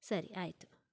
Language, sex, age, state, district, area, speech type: Kannada, female, 30-45, Karnataka, Shimoga, rural, spontaneous